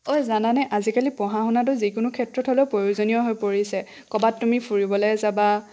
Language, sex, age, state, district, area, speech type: Assamese, female, 18-30, Assam, Charaideo, rural, spontaneous